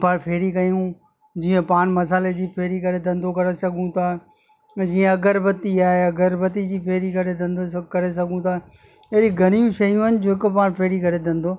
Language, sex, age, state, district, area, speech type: Sindhi, male, 45-60, Gujarat, Kutch, rural, spontaneous